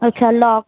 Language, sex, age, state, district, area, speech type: Marathi, female, 30-45, Maharashtra, Nagpur, urban, conversation